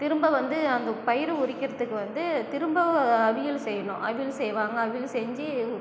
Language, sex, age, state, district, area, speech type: Tamil, female, 30-45, Tamil Nadu, Cuddalore, rural, spontaneous